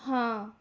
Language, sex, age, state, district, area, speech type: Punjabi, female, 18-30, Punjab, Rupnagar, rural, read